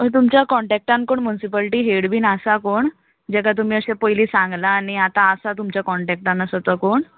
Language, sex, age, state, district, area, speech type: Goan Konkani, female, 18-30, Goa, Tiswadi, rural, conversation